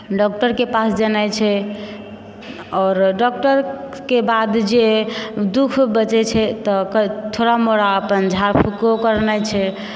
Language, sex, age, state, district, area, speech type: Maithili, female, 45-60, Bihar, Supaul, urban, spontaneous